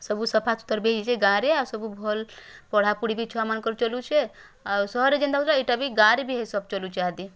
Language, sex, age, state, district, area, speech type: Odia, female, 18-30, Odisha, Bargarh, rural, spontaneous